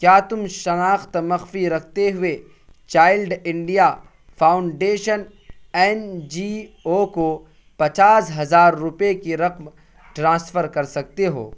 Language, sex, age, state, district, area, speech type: Urdu, male, 18-30, Bihar, Purnia, rural, read